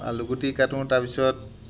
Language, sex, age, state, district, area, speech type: Assamese, male, 30-45, Assam, Sivasagar, urban, spontaneous